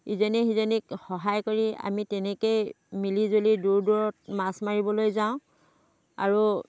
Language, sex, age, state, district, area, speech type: Assamese, female, 45-60, Assam, Dhemaji, rural, spontaneous